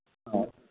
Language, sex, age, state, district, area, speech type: Manipuri, male, 60+, Manipur, Kangpokpi, urban, conversation